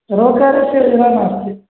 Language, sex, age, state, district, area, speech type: Sanskrit, male, 30-45, Karnataka, Vijayapura, urban, conversation